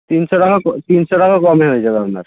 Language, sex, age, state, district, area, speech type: Bengali, male, 45-60, West Bengal, Purba Medinipur, rural, conversation